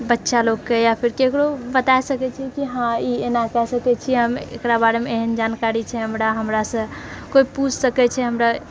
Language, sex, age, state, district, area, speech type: Maithili, female, 45-60, Bihar, Purnia, rural, spontaneous